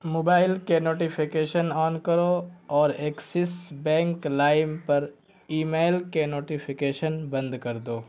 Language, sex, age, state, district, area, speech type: Urdu, male, 18-30, Bihar, Purnia, rural, read